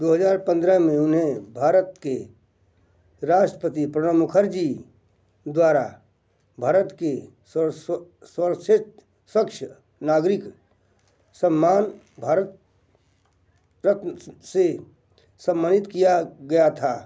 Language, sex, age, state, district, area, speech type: Hindi, male, 60+, Uttar Pradesh, Bhadohi, rural, read